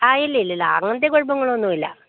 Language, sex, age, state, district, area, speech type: Malayalam, female, 45-60, Kerala, Idukki, rural, conversation